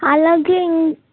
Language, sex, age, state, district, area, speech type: Telugu, female, 18-30, Telangana, Yadadri Bhuvanagiri, urban, conversation